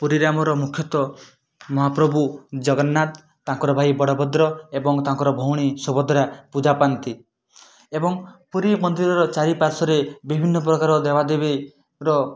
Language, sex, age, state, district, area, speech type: Odia, male, 30-45, Odisha, Mayurbhanj, rural, spontaneous